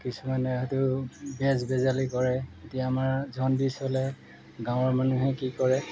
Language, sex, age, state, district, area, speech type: Assamese, male, 45-60, Assam, Golaghat, urban, spontaneous